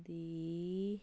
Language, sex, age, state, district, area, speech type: Punjabi, female, 18-30, Punjab, Sangrur, urban, read